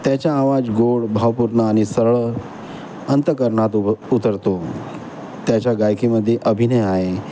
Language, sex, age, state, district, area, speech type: Marathi, male, 45-60, Maharashtra, Nagpur, urban, spontaneous